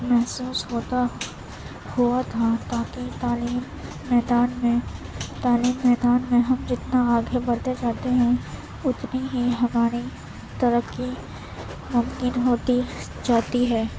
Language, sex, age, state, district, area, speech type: Urdu, female, 18-30, Uttar Pradesh, Gautam Buddha Nagar, rural, spontaneous